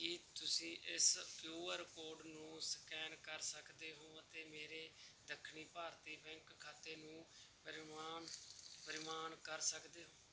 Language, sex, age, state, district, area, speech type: Punjabi, male, 30-45, Punjab, Bathinda, urban, read